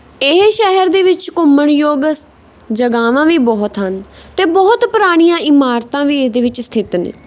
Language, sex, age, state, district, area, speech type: Punjabi, female, 18-30, Punjab, Patiala, rural, spontaneous